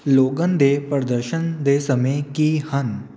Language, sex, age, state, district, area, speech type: Punjabi, male, 18-30, Punjab, Kapurthala, urban, read